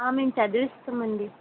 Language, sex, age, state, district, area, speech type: Telugu, female, 30-45, Andhra Pradesh, Vizianagaram, rural, conversation